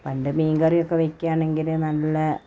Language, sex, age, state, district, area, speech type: Malayalam, female, 60+, Kerala, Malappuram, rural, spontaneous